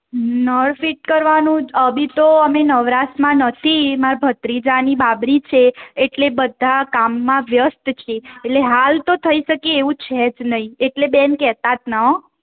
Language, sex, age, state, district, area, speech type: Gujarati, female, 45-60, Gujarat, Mehsana, rural, conversation